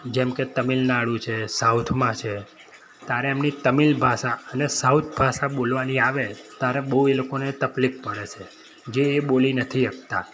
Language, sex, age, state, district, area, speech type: Gujarati, male, 30-45, Gujarat, Kheda, rural, spontaneous